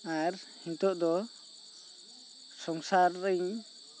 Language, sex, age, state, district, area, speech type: Santali, male, 18-30, West Bengal, Bankura, rural, spontaneous